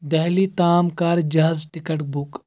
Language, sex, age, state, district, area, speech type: Kashmiri, male, 18-30, Jammu and Kashmir, Anantnag, rural, read